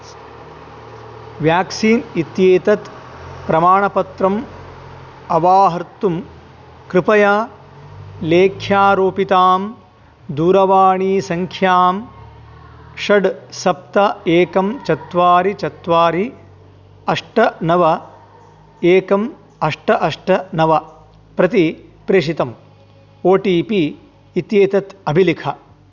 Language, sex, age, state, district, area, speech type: Sanskrit, male, 45-60, Karnataka, Davanagere, rural, read